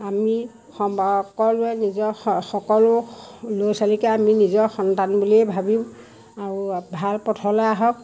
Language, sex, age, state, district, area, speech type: Assamese, female, 60+, Assam, Majuli, urban, spontaneous